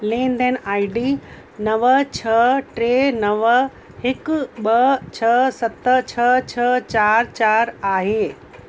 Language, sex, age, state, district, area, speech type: Sindhi, female, 30-45, Uttar Pradesh, Lucknow, urban, read